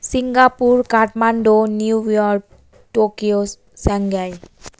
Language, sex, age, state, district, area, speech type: Nepali, female, 18-30, West Bengal, Darjeeling, rural, spontaneous